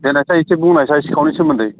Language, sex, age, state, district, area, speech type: Bodo, male, 30-45, Assam, Udalguri, urban, conversation